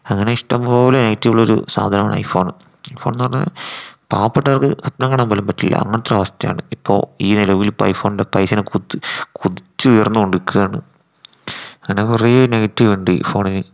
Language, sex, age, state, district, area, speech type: Malayalam, male, 18-30, Kerala, Wayanad, rural, spontaneous